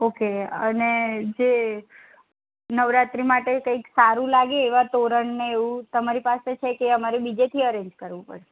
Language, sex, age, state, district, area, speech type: Gujarati, female, 18-30, Gujarat, Anand, urban, conversation